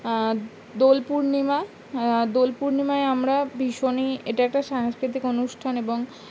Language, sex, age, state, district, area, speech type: Bengali, female, 18-30, West Bengal, Howrah, urban, spontaneous